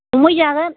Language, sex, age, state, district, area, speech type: Bodo, female, 45-60, Assam, Kokrajhar, rural, conversation